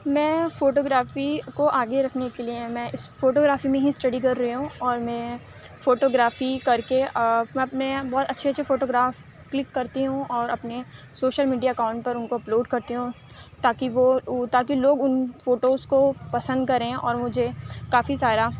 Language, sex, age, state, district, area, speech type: Urdu, female, 18-30, Uttar Pradesh, Aligarh, urban, spontaneous